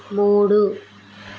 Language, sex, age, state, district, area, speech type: Telugu, female, 30-45, Andhra Pradesh, Anakapalli, urban, read